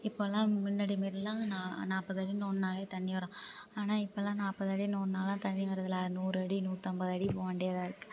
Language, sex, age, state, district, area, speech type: Tamil, female, 30-45, Tamil Nadu, Thanjavur, urban, spontaneous